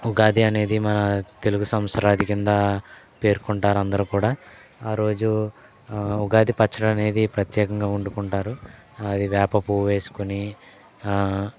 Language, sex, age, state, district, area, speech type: Telugu, male, 18-30, Andhra Pradesh, Eluru, rural, spontaneous